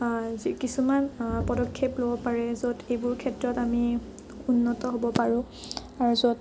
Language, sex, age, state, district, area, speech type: Assamese, female, 18-30, Assam, Morigaon, rural, spontaneous